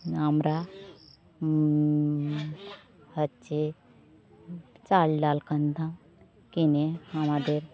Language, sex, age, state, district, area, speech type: Bengali, female, 45-60, West Bengal, Birbhum, urban, spontaneous